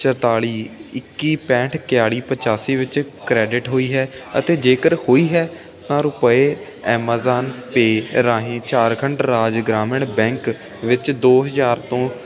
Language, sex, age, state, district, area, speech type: Punjabi, male, 18-30, Punjab, Ludhiana, urban, read